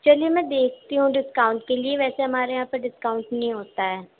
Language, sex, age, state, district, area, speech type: Urdu, female, 18-30, Uttar Pradesh, Gautam Buddha Nagar, urban, conversation